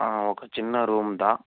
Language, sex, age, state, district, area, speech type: Telugu, male, 18-30, Andhra Pradesh, Chittoor, rural, conversation